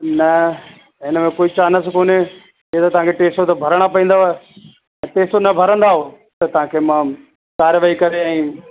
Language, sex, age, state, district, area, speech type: Sindhi, male, 30-45, Rajasthan, Ajmer, urban, conversation